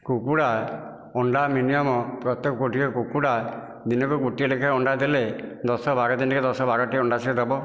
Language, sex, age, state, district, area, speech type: Odia, male, 60+, Odisha, Nayagarh, rural, spontaneous